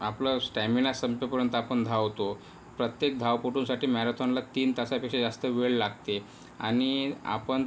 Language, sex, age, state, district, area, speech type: Marathi, male, 18-30, Maharashtra, Yavatmal, rural, spontaneous